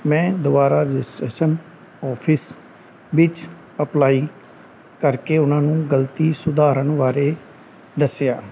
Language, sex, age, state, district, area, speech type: Punjabi, male, 30-45, Punjab, Gurdaspur, rural, spontaneous